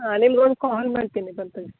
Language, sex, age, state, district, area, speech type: Kannada, female, 18-30, Karnataka, Uttara Kannada, rural, conversation